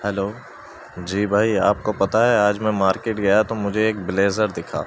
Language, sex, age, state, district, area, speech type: Urdu, male, 18-30, Uttar Pradesh, Gautam Buddha Nagar, rural, spontaneous